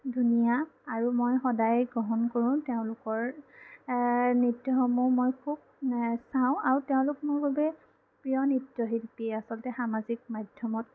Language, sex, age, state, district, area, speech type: Assamese, female, 18-30, Assam, Sonitpur, rural, spontaneous